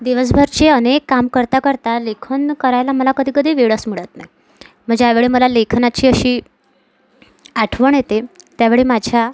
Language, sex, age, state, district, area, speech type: Marathi, female, 18-30, Maharashtra, Amravati, urban, spontaneous